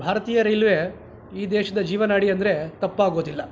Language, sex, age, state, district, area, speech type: Kannada, male, 30-45, Karnataka, Kolar, urban, spontaneous